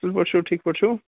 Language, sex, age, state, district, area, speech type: Kashmiri, male, 18-30, Jammu and Kashmir, Baramulla, rural, conversation